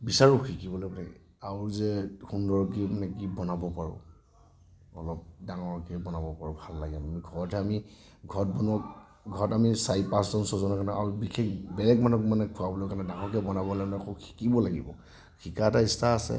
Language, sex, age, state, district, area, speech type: Assamese, male, 30-45, Assam, Nagaon, rural, spontaneous